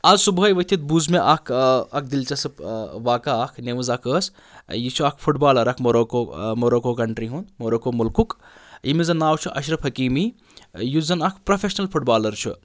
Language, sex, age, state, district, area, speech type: Kashmiri, male, 30-45, Jammu and Kashmir, Anantnag, rural, spontaneous